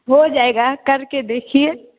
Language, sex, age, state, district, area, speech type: Hindi, female, 18-30, Bihar, Vaishali, rural, conversation